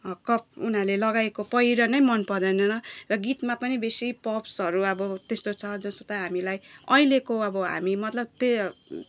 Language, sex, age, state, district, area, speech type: Nepali, female, 30-45, West Bengal, Jalpaiguri, urban, spontaneous